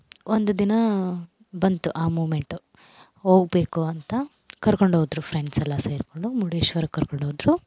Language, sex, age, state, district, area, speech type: Kannada, female, 18-30, Karnataka, Vijayanagara, rural, spontaneous